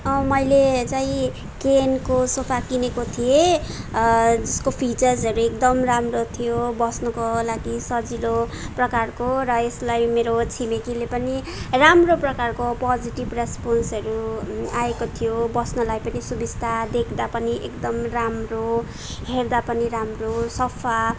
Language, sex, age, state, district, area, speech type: Nepali, female, 18-30, West Bengal, Darjeeling, urban, spontaneous